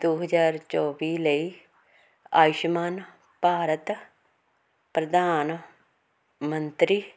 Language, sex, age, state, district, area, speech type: Punjabi, female, 45-60, Punjab, Hoshiarpur, rural, read